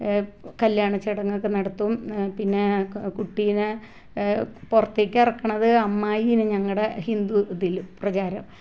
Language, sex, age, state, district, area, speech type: Malayalam, female, 45-60, Kerala, Ernakulam, rural, spontaneous